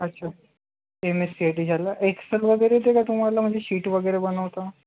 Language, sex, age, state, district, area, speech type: Marathi, male, 30-45, Maharashtra, Nagpur, urban, conversation